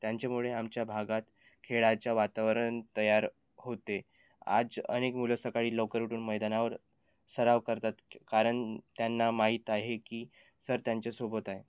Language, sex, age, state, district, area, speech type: Marathi, male, 18-30, Maharashtra, Nagpur, rural, spontaneous